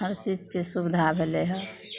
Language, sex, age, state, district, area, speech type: Maithili, female, 45-60, Bihar, Madhepura, rural, spontaneous